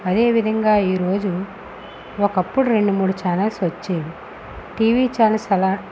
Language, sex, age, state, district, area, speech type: Telugu, female, 18-30, Andhra Pradesh, Visakhapatnam, rural, spontaneous